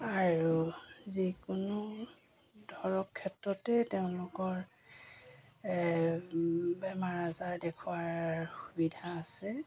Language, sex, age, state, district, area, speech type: Assamese, female, 45-60, Assam, Golaghat, rural, spontaneous